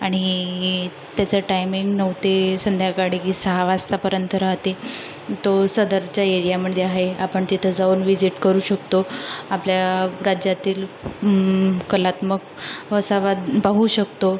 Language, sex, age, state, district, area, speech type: Marathi, female, 30-45, Maharashtra, Nagpur, urban, spontaneous